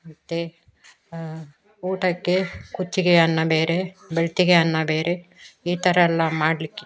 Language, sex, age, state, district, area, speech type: Kannada, female, 60+, Karnataka, Udupi, rural, spontaneous